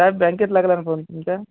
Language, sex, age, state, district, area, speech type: Marathi, male, 18-30, Maharashtra, Akola, rural, conversation